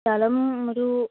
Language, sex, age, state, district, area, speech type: Malayalam, female, 18-30, Kerala, Wayanad, rural, conversation